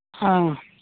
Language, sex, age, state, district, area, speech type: Manipuri, female, 60+, Manipur, Imphal East, rural, conversation